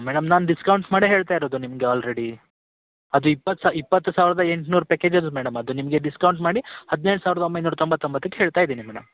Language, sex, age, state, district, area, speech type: Kannada, male, 18-30, Karnataka, Uttara Kannada, rural, conversation